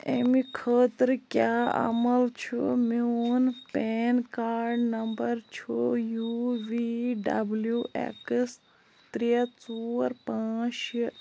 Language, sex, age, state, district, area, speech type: Kashmiri, female, 18-30, Jammu and Kashmir, Bandipora, rural, read